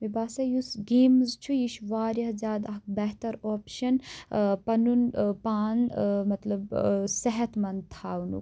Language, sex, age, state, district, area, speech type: Kashmiri, female, 18-30, Jammu and Kashmir, Baramulla, rural, spontaneous